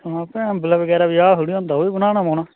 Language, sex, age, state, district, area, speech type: Dogri, male, 18-30, Jammu and Kashmir, Udhampur, rural, conversation